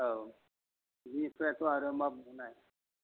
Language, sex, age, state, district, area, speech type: Bodo, male, 60+, Assam, Chirang, rural, conversation